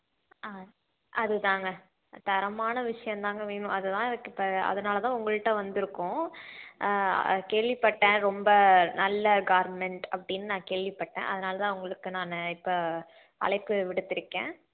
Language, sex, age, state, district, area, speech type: Tamil, female, 18-30, Tamil Nadu, Salem, urban, conversation